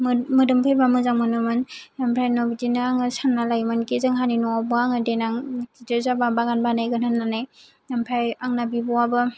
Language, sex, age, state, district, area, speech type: Bodo, female, 18-30, Assam, Kokrajhar, rural, spontaneous